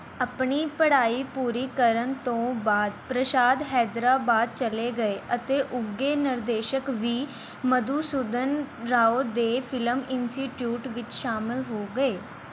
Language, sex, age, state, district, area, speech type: Punjabi, female, 18-30, Punjab, Mohali, rural, read